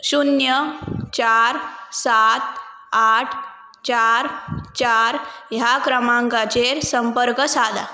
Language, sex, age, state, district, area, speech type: Goan Konkani, female, 18-30, Goa, Pernem, rural, read